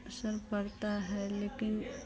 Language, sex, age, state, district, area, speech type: Hindi, female, 45-60, Bihar, Madhepura, rural, spontaneous